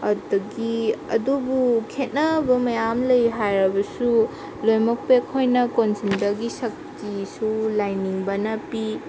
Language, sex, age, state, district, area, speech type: Manipuri, female, 18-30, Manipur, Senapati, rural, spontaneous